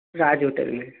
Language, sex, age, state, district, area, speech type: Hindi, male, 18-30, Madhya Pradesh, Bhopal, urban, conversation